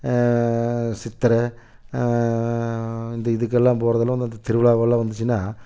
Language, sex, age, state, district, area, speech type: Tamil, male, 60+, Tamil Nadu, Erode, urban, spontaneous